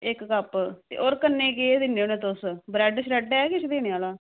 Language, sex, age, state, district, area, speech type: Dogri, female, 18-30, Jammu and Kashmir, Samba, rural, conversation